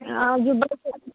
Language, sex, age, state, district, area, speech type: Hindi, female, 18-30, Bihar, Muzaffarpur, rural, conversation